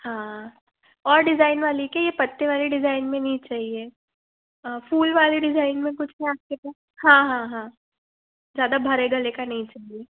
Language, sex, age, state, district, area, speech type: Hindi, female, 30-45, Madhya Pradesh, Balaghat, rural, conversation